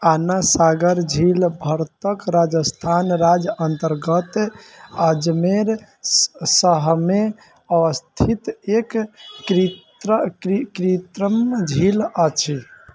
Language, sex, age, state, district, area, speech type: Maithili, male, 18-30, Bihar, Sitamarhi, rural, read